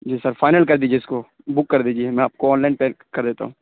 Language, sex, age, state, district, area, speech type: Urdu, male, 18-30, Uttar Pradesh, Saharanpur, urban, conversation